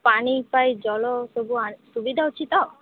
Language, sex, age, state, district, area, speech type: Odia, female, 18-30, Odisha, Malkangiri, urban, conversation